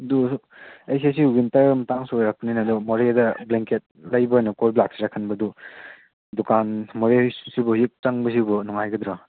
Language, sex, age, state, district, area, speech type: Manipuri, male, 18-30, Manipur, Chandel, rural, conversation